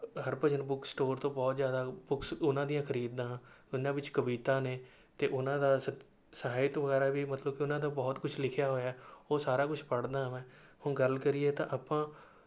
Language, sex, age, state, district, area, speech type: Punjabi, male, 18-30, Punjab, Rupnagar, rural, spontaneous